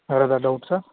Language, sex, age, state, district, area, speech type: Tamil, male, 18-30, Tamil Nadu, Krishnagiri, rural, conversation